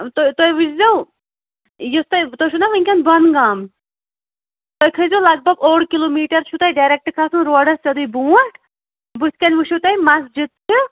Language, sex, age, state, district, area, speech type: Kashmiri, female, 30-45, Jammu and Kashmir, Shopian, rural, conversation